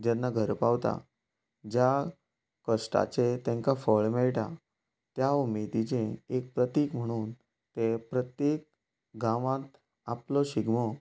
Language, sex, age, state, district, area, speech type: Goan Konkani, male, 30-45, Goa, Canacona, rural, spontaneous